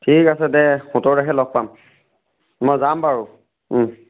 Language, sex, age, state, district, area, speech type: Assamese, male, 30-45, Assam, Dibrugarh, rural, conversation